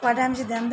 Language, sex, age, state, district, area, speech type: Odia, female, 30-45, Odisha, Malkangiri, urban, spontaneous